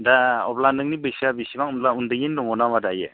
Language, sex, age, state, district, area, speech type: Bodo, male, 45-60, Assam, Chirang, rural, conversation